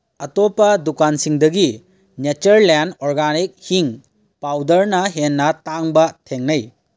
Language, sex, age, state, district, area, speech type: Manipuri, male, 18-30, Manipur, Kangpokpi, urban, read